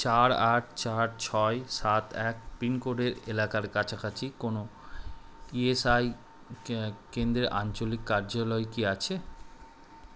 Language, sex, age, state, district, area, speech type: Bengali, male, 18-30, West Bengal, Malda, urban, read